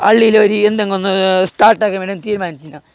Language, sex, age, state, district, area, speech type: Malayalam, male, 18-30, Kerala, Kasaragod, urban, spontaneous